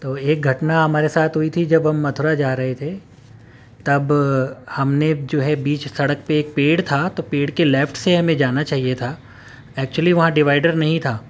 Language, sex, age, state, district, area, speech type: Urdu, male, 30-45, Uttar Pradesh, Gautam Buddha Nagar, urban, spontaneous